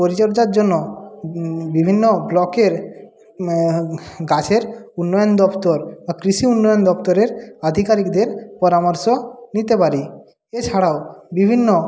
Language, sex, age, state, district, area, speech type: Bengali, male, 45-60, West Bengal, Jhargram, rural, spontaneous